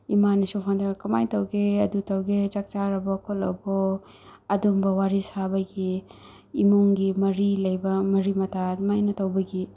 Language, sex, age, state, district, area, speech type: Manipuri, female, 30-45, Manipur, Tengnoupal, rural, spontaneous